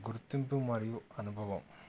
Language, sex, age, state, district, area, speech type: Telugu, male, 30-45, Telangana, Yadadri Bhuvanagiri, urban, spontaneous